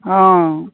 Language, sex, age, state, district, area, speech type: Maithili, male, 30-45, Bihar, Supaul, rural, conversation